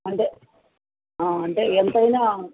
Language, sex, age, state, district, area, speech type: Telugu, female, 60+, Andhra Pradesh, Nellore, urban, conversation